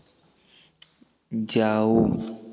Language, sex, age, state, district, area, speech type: Hindi, male, 18-30, Uttar Pradesh, Jaunpur, urban, read